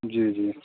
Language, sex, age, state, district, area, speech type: Hindi, male, 45-60, Uttar Pradesh, Hardoi, rural, conversation